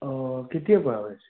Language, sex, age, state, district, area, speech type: Assamese, male, 30-45, Assam, Sonitpur, rural, conversation